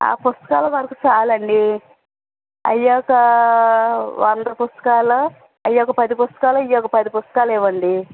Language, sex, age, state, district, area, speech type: Telugu, female, 45-60, Andhra Pradesh, N T Rama Rao, urban, conversation